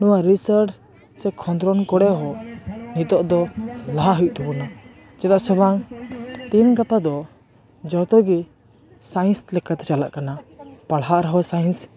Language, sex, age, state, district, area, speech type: Santali, male, 18-30, West Bengal, Purba Bardhaman, rural, spontaneous